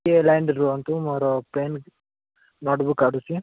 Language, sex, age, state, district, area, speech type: Odia, male, 18-30, Odisha, Koraput, urban, conversation